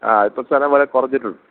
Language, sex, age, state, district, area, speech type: Malayalam, male, 60+, Kerala, Thiruvananthapuram, rural, conversation